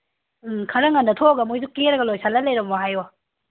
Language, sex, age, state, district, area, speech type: Manipuri, female, 18-30, Manipur, Kangpokpi, urban, conversation